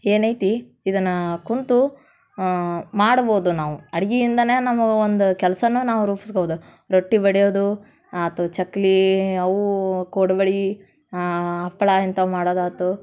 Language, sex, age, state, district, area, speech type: Kannada, female, 18-30, Karnataka, Dharwad, urban, spontaneous